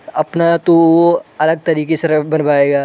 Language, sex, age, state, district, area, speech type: Hindi, male, 18-30, Madhya Pradesh, Jabalpur, urban, spontaneous